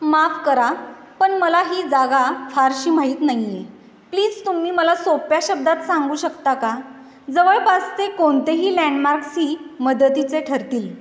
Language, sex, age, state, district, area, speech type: Marathi, female, 18-30, Maharashtra, Satara, urban, read